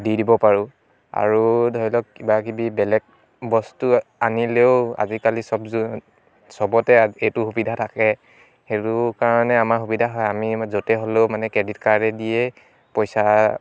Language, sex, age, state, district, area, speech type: Assamese, male, 18-30, Assam, Dibrugarh, rural, spontaneous